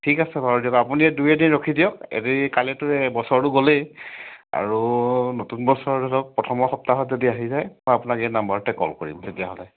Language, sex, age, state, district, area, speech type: Assamese, male, 30-45, Assam, Charaideo, urban, conversation